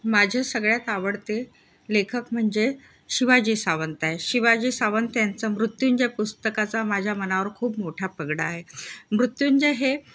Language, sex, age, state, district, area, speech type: Marathi, female, 60+, Maharashtra, Nagpur, urban, spontaneous